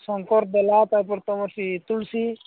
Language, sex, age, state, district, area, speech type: Odia, male, 45-60, Odisha, Nabarangpur, rural, conversation